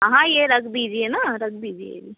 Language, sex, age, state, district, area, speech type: Hindi, female, 45-60, Madhya Pradesh, Bhopal, urban, conversation